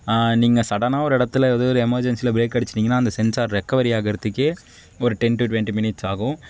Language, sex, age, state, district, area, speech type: Tamil, male, 60+, Tamil Nadu, Tiruvarur, urban, spontaneous